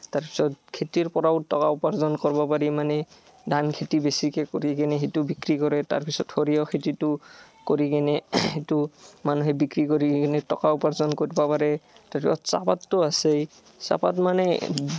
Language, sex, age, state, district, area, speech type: Assamese, male, 18-30, Assam, Barpeta, rural, spontaneous